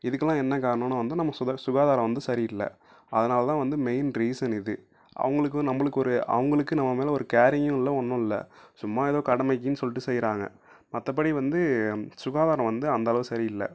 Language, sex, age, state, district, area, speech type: Tamil, male, 18-30, Tamil Nadu, Nagapattinam, urban, spontaneous